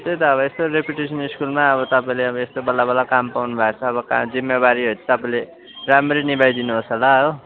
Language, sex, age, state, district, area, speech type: Nepali, male, 18-30, West Bengal, Kalimpong, rural, conversation